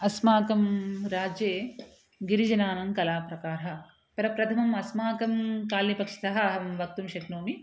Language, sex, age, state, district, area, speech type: Sanskrit, female, 30-45, Telangana, Ranga Reddy, urban, spontaneous